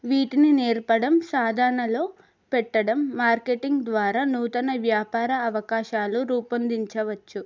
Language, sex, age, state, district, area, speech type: Telugu, female, 18-30, Telangana, Adilabad, urban, spontaneous